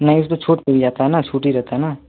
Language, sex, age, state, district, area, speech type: Hindi, male, 18-30, Uttar Pradesh, Mau, rural, conversation